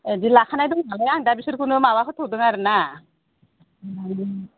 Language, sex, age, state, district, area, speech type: Bodo, female, 45-60, Assam, Udalguri, rural, conversation